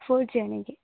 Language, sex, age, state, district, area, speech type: Malayalam, female, 18-30, Kerala, Kasaragod, rural, conversation